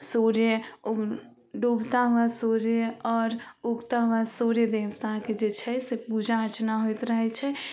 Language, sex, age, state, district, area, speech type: Maithili, female, 18-30, Bihar, Samastipur, urban, spontaneous